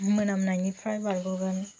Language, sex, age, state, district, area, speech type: Bodo, female, 45-60, Assam, Chirang, rural, spontaneous